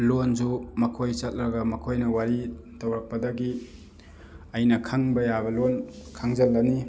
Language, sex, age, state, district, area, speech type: Manipuri, male, 18-30, Manipur, Thoubal, rural, spontaneous